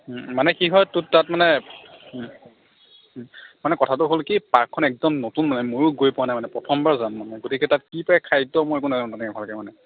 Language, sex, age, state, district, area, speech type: Assamese, male, 60+, Assam, Morigaon, rural, conversation